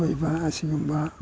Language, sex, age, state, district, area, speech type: Manipuri, male, 60+, Manipur, Kakching, rural, spontaneous